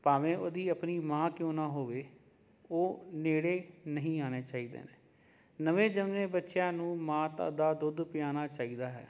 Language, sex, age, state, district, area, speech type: Punjabi, male, 30-45, Punjab, Jalandhar, urban, spontaneous